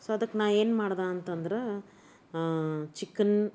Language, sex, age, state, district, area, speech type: Kannada, female, 60+, Karnataka, Bidar, urban, spontaneous